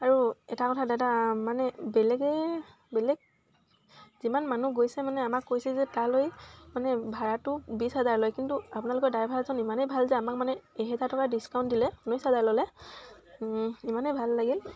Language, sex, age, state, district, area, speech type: Assamese, female, 18-30, Assam, Tinsukia, urban, spontaneous